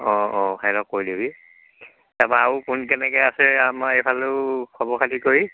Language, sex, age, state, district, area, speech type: Assamese, male, 60+, Assam, Lakhimpur, urban, conversation